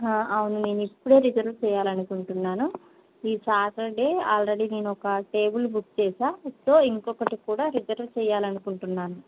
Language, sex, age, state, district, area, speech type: Telugu, female, 30-45, Telangana, Bhadradri Kothagudem, urban, conversation